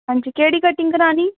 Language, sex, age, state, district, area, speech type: Dogri, female, 18-30, Jammu and Kashmir, Samba, urban, conversation